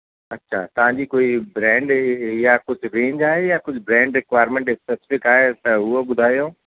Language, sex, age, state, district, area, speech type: Sindhi, male, 45-60, Uttar Pradesh, Lucknow, rural, conversation